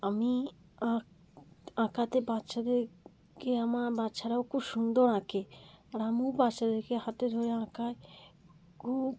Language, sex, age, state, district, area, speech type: Bengali, female, 30-45, West Bengal, Cooch Behar, urban, spontaneous